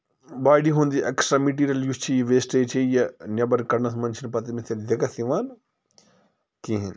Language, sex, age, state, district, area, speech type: Kashmiri, male, 45-60, Jammu and Kashmir, Bandipora, rural, spontaneous